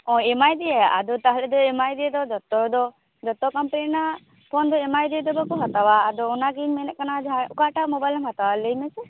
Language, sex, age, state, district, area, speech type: Santali, female, 18-30, West Bengal, Purba Bardhaman, rural, conversation